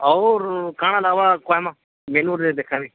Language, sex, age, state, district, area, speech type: Odia, male, 45-60, Odisha, Nuapada, urban, conversation